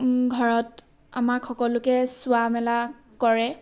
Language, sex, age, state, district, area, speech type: Assamese, female, 18-30, Assam, Charaideo, urban, spontaneous